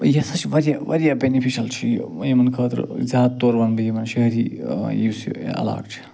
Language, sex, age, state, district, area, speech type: Kashmiri, male, 45-60, Jammu and Kashmir, Ganderbal, rural, spontaneous